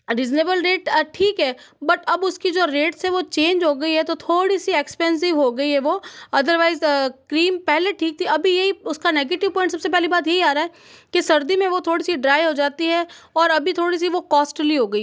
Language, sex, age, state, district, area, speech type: Hindi, female, 30-45, Rajasthan, Jodhpur, urban, spontaneous